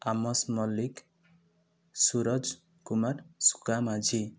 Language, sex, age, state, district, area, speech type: Odia, male, 18-30, Odisha, Kandhamal, rural, spontaneous